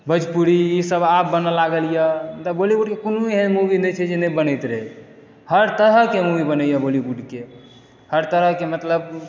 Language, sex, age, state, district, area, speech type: Maithili, male, 18-30, Bihar, Supaul, rural, spontaneous